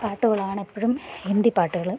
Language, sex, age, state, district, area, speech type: Malayalam, female, 30-45, Kerala, Thiruvananthapuram, rural, spontaneous